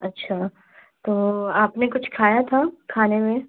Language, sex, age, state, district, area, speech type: Hindi, female, 18-30, Madhya Pradesh, Chhindwara, urban, conversation